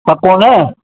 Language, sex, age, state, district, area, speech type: Sindhi, male, 60+, Maharashtra, Mumbai Suburban, urban, conversation